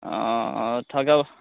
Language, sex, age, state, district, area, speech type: Assamese, male, 18-30, Assam, Majuli, urban, conversation